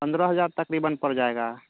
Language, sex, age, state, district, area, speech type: Urdu, male, 30-45, Bihar, Purnia, rural, conversation